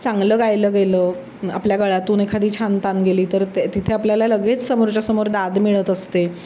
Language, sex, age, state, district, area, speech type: Marathi, female, 45-60, Maharashtra, Sangli, urban, spontaneous